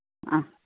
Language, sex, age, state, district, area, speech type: Malayalam, female, 45-60, Kerala, Pathanamthitta, rural, conversation